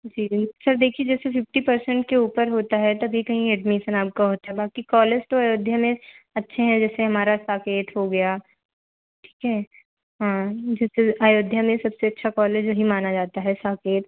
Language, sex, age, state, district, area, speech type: Hindi, female, 30-45, Uttar Pradesh, Ayodhya, rural, conversation